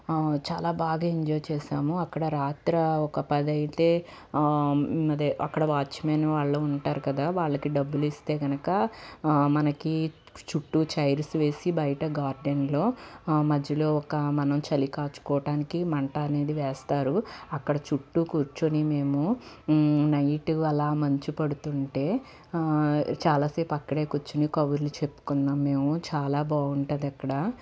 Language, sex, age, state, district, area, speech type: Telugu, female, 18-30, Andhra Pradesh, Palnadu, urban, spontaneous